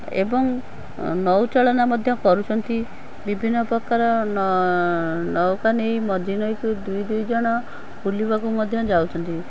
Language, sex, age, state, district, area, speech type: Odia, female, 45-60, Odisha, Cuttack, urban, spontaneous